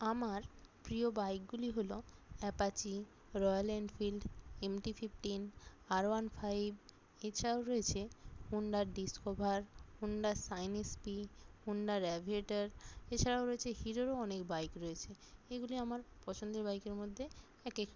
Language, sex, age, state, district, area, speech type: Bengali, female, 18-30, West Bengal, North 24 Parganas, rural, spontaneous